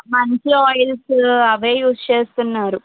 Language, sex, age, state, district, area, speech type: Telugu, female, 30-45, Andhra Pradesh, N T Rama Rao, urban, conversation